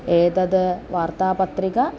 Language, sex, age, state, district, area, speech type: Sanskrit, female, 18-30, Kerala, Thrissur, urban, spontaneous